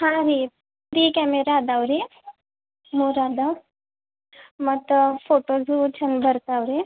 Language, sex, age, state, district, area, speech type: Kannada, female, 18-30, Karnataka, Belgaum, rural, conversation